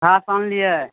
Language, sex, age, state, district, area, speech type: Maithili, male, 18-30, Bihar, Supaul, rural, conversation